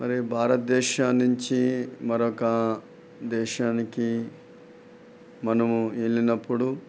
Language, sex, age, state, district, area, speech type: Telugu, male, 45-60, Andhra Pradesh, Nellore, rural, spontaneous